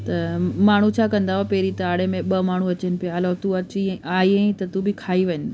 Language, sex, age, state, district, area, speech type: Sindhi, female, 30-45, Delhi, South Delhi, urban, spontaneous